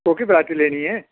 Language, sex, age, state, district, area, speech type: Dogri, male, 60+, Jammu and Kashmir, Udhampur, rural, conversation